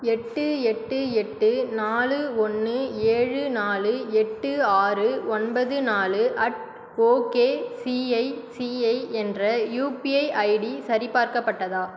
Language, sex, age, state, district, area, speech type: Tamil, female, 30-45, Tamil Nadu, Cuddalore, rural, read